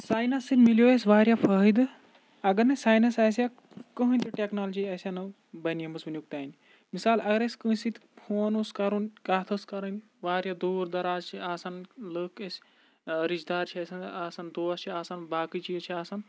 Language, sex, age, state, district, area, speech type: Kashmiri, male, 45-60, Jammu and Kashmir, Kulgam, rural, spontaneous